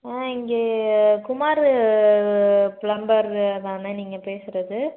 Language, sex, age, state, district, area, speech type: Tamil, female, 18-30, Tamil Nadu, Pudukkottai, rural, conversation